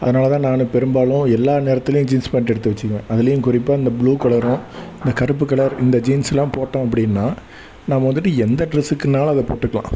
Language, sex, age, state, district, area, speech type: Tamil, male, 30-45, Tamil Nadu, Salem, urban, spontaneous